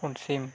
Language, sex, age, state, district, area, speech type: Santali, male, 45-60, Odisha, Mayurbhanj, rural, spontaneous